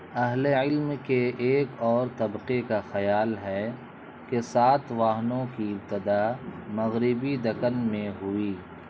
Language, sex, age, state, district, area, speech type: Urdu, male, 30-45, Bihar, Purnia, rural, read